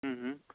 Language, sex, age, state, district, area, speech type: Gujarati, male, 45-60, Gujarat, Morbi, rural, conversation